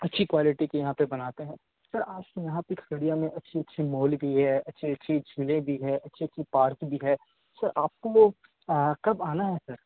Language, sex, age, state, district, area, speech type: Urdu, male, 18-30, Bihar, Khagaria, rural, conversation